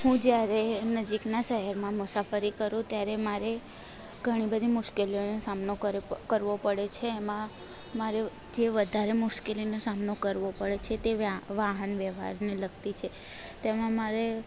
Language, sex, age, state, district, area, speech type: Gujarati, female, 18-30, Gujarat, Ahmedabad, urban, spontaneous